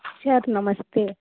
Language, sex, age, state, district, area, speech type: Hindi, female, 45-60, Uttar Pradesh, Hardoi, rural, conversation